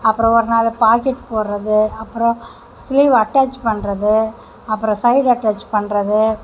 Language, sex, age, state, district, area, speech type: Tamil, female, 60+, Tamil Nadu, Mayiladuthurai, urban, spontaneous